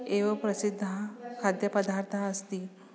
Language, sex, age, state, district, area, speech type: Sanskrit, female, 45-60, Maharashtra, Nagpur, urban, spontaneous